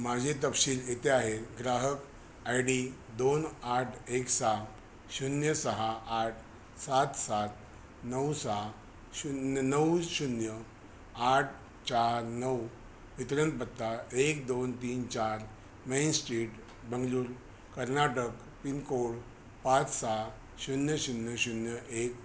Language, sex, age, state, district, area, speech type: Marathi, male, 60+, Maharashtra, Thane, rural, read